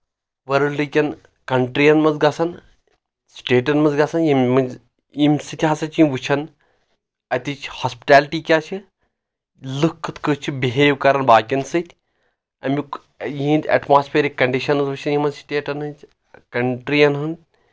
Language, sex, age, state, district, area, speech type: Kashmiri, male, 30-45, Jammu and Kashmir, Anantnag, rural, spontaneous